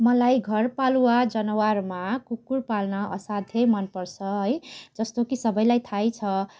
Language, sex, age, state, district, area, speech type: Nepali, female, 30-45, West Bengal, Kalimpong, rural, spontaneous